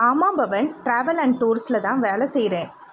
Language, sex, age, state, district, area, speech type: Tamil, female, 30-45, Tamil Nadu, Tiruvallur, urban, read